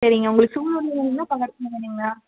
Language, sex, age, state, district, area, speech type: Tamil, female, 30-45, Tamil Nadu, Tiruppur, rural, conversation